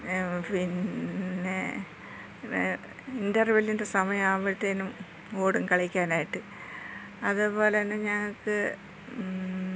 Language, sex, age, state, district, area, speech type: Malayalam, female, 60+, Kerala, Thiruvananthapuram, urban, spontaneous